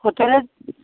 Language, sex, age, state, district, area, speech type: Assamese, female, 45-60, Assam, Darrang, rural, conversation